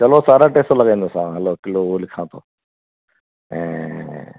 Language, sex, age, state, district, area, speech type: Sindhi, male, 45-60, Gujarat, Kutch, urban, conversation